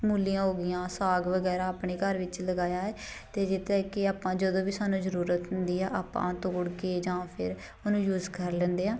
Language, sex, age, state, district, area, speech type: Punjabi, female, 18-30, Punjab, Shaheed Bhagat Singh Nagar, urban, spontaneous